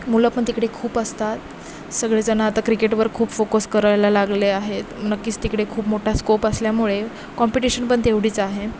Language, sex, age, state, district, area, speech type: Marathi, female, 18-30, Maharashtra, Ratnagiri, rural, spontaneous